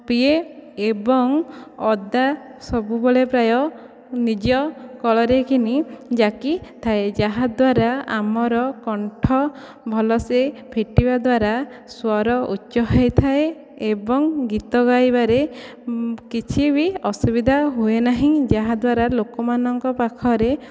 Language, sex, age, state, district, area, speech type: Odia, female, 18-30, Odisha, Dhenkanal, rural, spontaneous